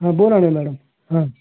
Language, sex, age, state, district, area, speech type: Marathi, male, 60+, Maharashtra, Osmanabad, rural, conversation